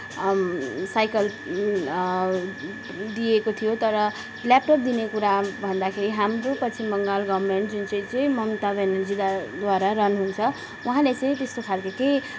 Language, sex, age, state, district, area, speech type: Nepali, female, 18-30, West Bengal, Darjeeling, rural, spontaneous